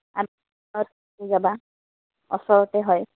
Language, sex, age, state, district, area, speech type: Assamese, female, 30-45, Assam, Goalpara, rural, conversation